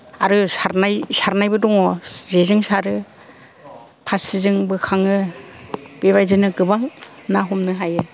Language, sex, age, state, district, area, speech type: Bodo, female, 60+, Assam, Kokrajhar, rural, spontaneous